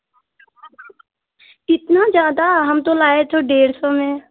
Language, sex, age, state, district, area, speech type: Hindi, female, 18-30, Bihar, Samastipur, rural, conversation